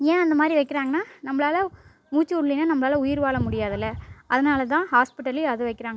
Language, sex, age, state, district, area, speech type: Tamil, female, 18-30, Tamil Nadu, Namakkal, rural, spontaneous